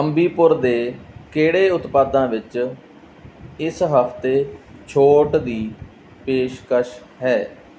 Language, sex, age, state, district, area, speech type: Punjabi, male, 30-45, Punjab, Barnala, rural, read